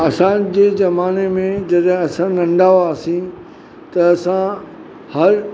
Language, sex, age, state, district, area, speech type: Sindhi, male, 45-60, Maharashtra, Mumbai Suburban, urban, spontaneous